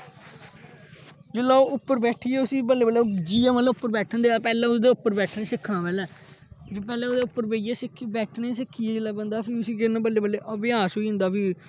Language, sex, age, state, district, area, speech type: Dogri, male, 18-30, Jammu and Kashmir, Kathua, rural, spontaneous